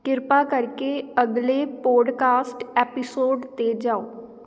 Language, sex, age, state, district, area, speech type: Punjabi, female, 18-30, Punjab, Shaheed Bhagat Singh Nagar, urban, read